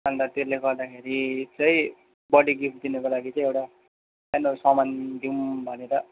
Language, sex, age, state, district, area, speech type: Nepali, male, 30-45, West Bengal, Jalpaiguri, urban, conversation